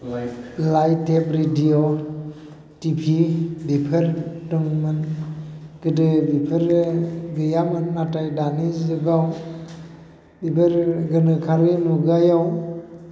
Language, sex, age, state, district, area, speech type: Bodo, male, 45-60, Assam, Baksa, urban, spontaneous